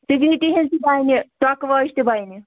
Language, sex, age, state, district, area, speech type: Kashmiri, female, 18-30, Jammu and Kashmir, Anantnag, rural, conversation